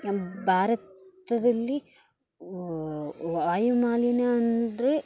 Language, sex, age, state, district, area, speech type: Kannada, female, 18-30, Karnataka, Dakshina Kannada, rural, spontaneous